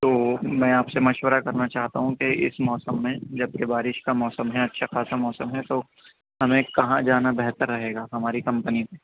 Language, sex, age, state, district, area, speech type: Urdu, male, 18-30, Delhi, Central Delhi, urban, conversation